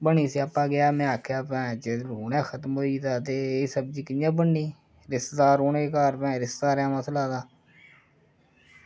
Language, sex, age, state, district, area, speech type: Dogri, male, 30-45, Jammu and Kashmir, Reasi, rural, spontaneous